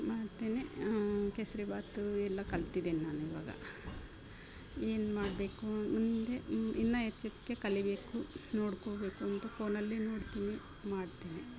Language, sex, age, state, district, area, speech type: Kannada, female, 45-60, Karnataka, Mysore, rural, spontaneous